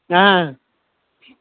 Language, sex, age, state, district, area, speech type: Kashmiri, male, 18-30, Jammu and Kashmir, Kulgam, rural, conversation